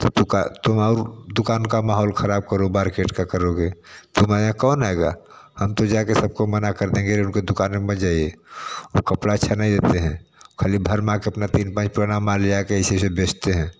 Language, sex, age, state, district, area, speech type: Hindi, male, 45-60, Uttar Pradesh, Varanasi, urban, spontaneous